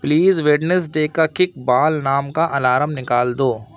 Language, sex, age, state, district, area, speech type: Urdu, male, 60+, Uttar Pradesh, Lucknow, urban, read